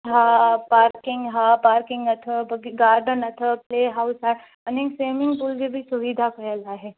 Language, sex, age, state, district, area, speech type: Sindhi, female, 18-30, Gujarat, Junagadh, rural, conversation